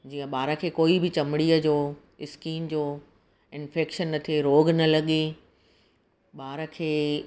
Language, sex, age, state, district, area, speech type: Sindhi, female, 45-60, Gujarat, Surat, urban, spontaneous